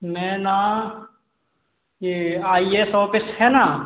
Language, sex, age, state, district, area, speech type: Hindi, male, 18-30, Madhya Pradesh, Gwalior, urban, conversation